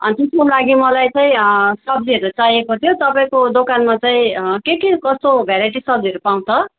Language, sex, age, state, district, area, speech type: Nepali, female, 30-45, West Bengal, Darjeeling, rural, conversation